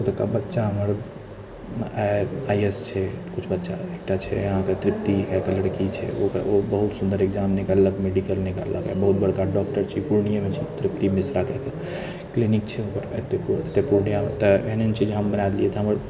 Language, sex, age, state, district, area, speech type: Maithili, male, 60+, Bihar, Purnia, rural, spontaneous